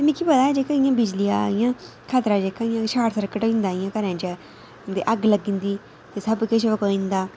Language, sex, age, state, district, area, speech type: Dogri, female, 30-45, Jammu and Kashmir, Udhampur, urban, spontaneous